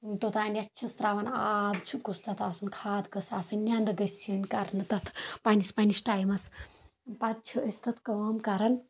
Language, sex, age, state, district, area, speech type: Kashmiri, female, 18-30, Jammu and Kashmir, Kulgam, rural, spontaneous